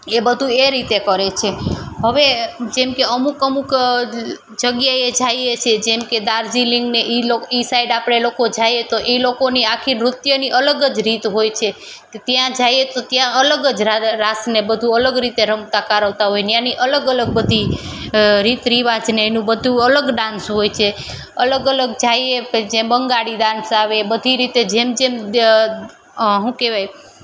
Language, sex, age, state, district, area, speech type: Gujarati, female, 30-45, Gujarat, Junagadh, urban, spontaneous